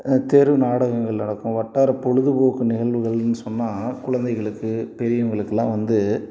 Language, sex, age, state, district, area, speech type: Tamil, male, 30-45, Tamil Nadu, Salem, rural, spontaneous